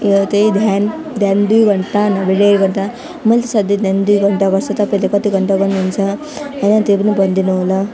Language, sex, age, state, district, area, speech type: Nepali, female, 18-30, West Bengal, Alipurduar, rural, spontaneous